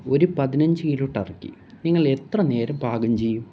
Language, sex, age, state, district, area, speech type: Malayalam, male, 18-30, Kerala, Kollam, rural, read